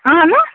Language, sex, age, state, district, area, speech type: Kashmiri, female, 30-45, Jammu and Kashmir, Ganderbal, rural, conversation